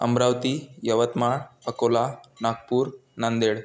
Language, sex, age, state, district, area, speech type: Marathi, male, 18-30, Maharashtra, Amravati, rural, spontaneous